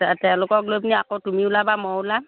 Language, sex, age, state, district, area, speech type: Assamese, female, 30-45, Assam, Lakhimpur, rural, conversation